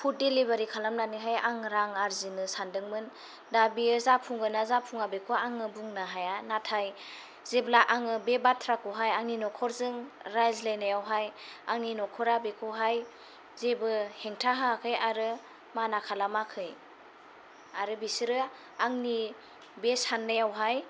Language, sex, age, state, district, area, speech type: Bodo, female, 18-30, Assam, Kokrajhar, rural, spontaneous